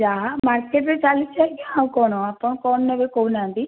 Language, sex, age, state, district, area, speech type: Odia, female, 30-45, Odisha, Cuttack, urban, conversation